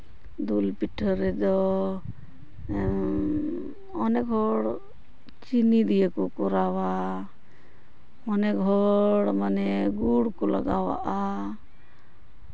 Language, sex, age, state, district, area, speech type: Santali, female, 45-60, West Bengal, Purba Bardhaman, rural, spontaneous